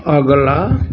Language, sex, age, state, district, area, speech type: Hindi, male, 60+, Uttar Pradesh, Azamgarh, rural, read